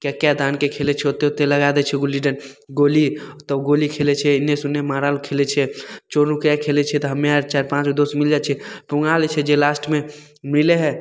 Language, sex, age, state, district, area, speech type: Maithili, male, 18-30, Bihar, Samastipur, rural, spontaneous